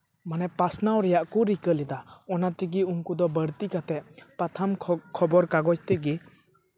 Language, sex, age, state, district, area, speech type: Santali, male, 18-30, West Bengal, Purba Bardhaman, rural, spontaneous